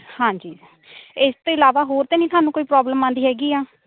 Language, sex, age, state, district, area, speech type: Punjabi, female, 18-30, Punjab, Shaheed Bhagat Singh Nagar, urban, conversation